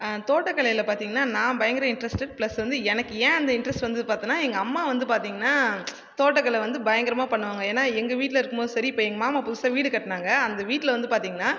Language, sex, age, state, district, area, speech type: Tamil, female, 18-30, Tamil Nadu, Viluppuram, rural, spontaneous